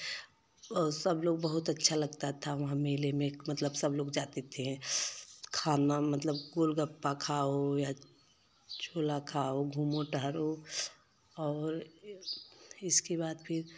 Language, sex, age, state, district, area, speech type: Hindi, female, 30-45, Uttar Pradesh, Jaunpur, urban, spontaneous